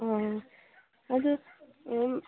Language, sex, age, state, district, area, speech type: Manipuri, female, 18-30, Manipur, Senapati, rural, conversation